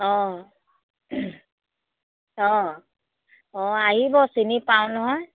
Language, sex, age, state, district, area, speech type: Assamese, female, 30-45, Assam, Biswanath, rural, conversation